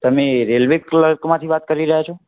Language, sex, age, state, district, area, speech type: Gujarati, male, 18-30, Gujarat, Anand, urban, conversation